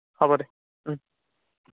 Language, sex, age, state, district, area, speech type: Assamese, male, 18-30, Assam, Charaideo, urban, conversation